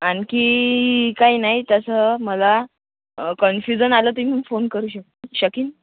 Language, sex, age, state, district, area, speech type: Marathi, male, 18-30, Maharashtra, Wardha, rural, conversation